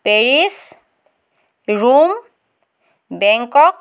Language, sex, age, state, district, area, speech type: Assamese, female, 60+, Assam, Dhemaji, rural, spontaneous